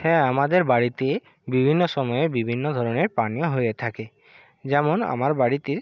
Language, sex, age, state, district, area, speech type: Bengali, male, 45-60, West Bengal, Purba Medinipur, rural, spontaneous